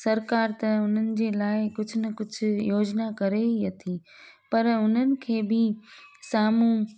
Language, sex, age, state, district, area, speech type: Sindhi, female, 30-45, Gujarat, Junagadh, rural, spontaneous